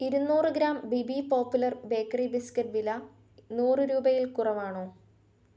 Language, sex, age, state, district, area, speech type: Malayalam, female, 18-30, Kerala, Thiruvananthapuram, rural, read